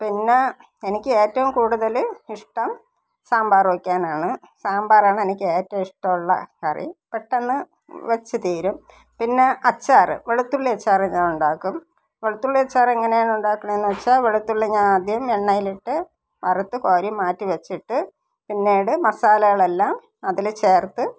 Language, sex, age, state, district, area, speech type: Malayalam, female, 45-60, Kerala, Thiruvananthapuram, rural, spontaneous